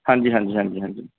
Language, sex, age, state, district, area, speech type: Punjabi, male, 30-45, Punjab, Mansa, urban, conversation